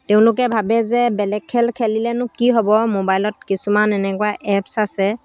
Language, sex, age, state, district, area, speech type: Assamese, female, 45-60, Assam, Dhemaji, rural, spontaneous